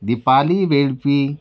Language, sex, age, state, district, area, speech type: Goan Konkani, male, 45-60, Goa, Murmgao, rural, spontaneous